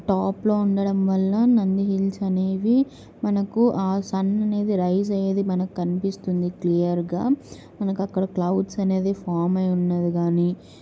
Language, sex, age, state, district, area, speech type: Telugu, female, 18-30, Andhra Pradesh, Kadapa, urban, spontaneous